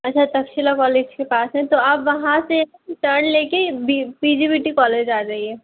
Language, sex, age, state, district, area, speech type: Hindi, female, 60+, Madhya Pradesh, Bhopal, urban, conversation